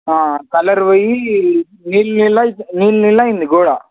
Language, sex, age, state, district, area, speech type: Telugu, male, 18-30, Telangana, Kamareddy, urban, conversation